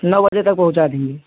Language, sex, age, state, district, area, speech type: Hindi, male, 18-30, Uttar Pradesh, Jaunpur, urban, conversation